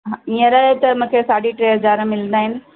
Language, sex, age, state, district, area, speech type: Sindhi, female, 45-60, Gujarat, Surat, urban, conversation